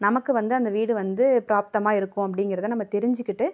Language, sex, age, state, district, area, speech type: Tamil, female, 30-45, Tamil Nadu, Tiruvarur, rural, spontaneous